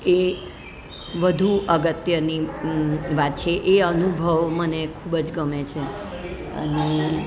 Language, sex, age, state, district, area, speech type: Gujarati, female, 60+, Gujarat, Surat, urban, spontaneous